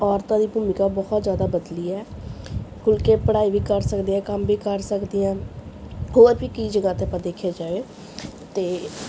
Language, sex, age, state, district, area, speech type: Punjabi, female, 18-30, Punjab, Gurdaspur, urban, spontaneous